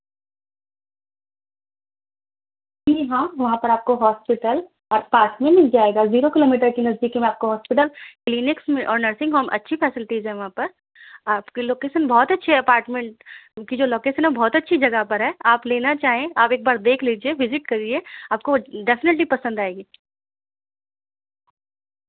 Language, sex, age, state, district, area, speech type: Urdu, female, 18-30, Delhi, Central Delhi, urban, conversation